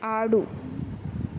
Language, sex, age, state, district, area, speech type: Telugu, female, 18-30, Telangana, Yadadri Bhuvanagiri, urban, read